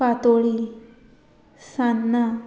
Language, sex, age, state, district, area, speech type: Goan Konkani, female, 18-30, Goa, Murmgao, rural, spontaneous